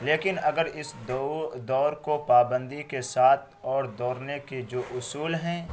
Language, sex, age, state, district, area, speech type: Urdu, male, 18-30, Bihar, Araria, rural, spontaneous